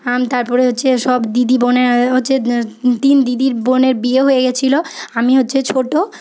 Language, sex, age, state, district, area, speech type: Bengali, female, 18-30, West Bengal, Paschim Medinipur, rural, spontaneous